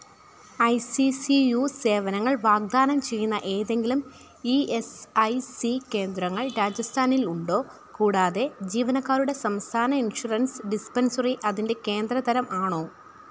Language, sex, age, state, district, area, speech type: Malayalam, female, 30-45, Kerala, Pathanamthitta, rural, read